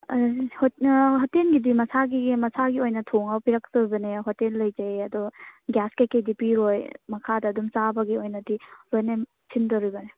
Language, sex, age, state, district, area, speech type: Manipuri, female, 18-30, Manipur, Churachandpur, rural, conversation